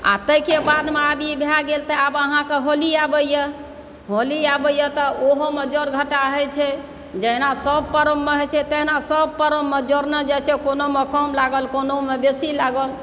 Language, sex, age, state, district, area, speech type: Maithili, male, 60+, Bihar, Supaul, rural, spontaneous